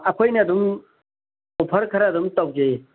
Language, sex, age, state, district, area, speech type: Manipuri, male, 60+, Manipur, Kangpokpi, urban, conversation